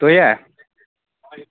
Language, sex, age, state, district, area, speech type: Kashmiri, male, 30-45, Jammu and Kashmir, Bandipora, rural, conversation